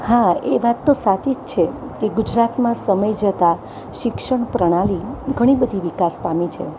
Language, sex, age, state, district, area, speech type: Gujarati, female, 60+, Gujarat, Rajkot, urban, spontaneous